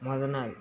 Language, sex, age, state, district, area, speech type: Tamil, male, 18-30, Tamil Nadu, Cuddalore, rural, spontaneous